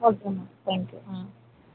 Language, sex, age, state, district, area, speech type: Tamil, female, 18-30, Tamil Nadu, Vellore, urban, conversation